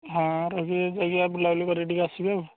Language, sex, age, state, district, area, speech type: Odia, male, 18-30, Odisha, Nayagarh, rural, conversation